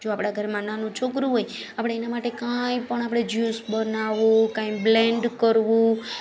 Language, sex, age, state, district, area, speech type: Gujarati, female, 30-45, Gujarat, Junagadh, urban, spontaneous